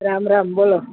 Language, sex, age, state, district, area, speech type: Gujarati, female, 45-60, Gujarat, Junagadh, rural, conversation